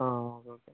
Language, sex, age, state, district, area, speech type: Malayalam, male, 18-30, Kerala, Kozhikode, urban, conversation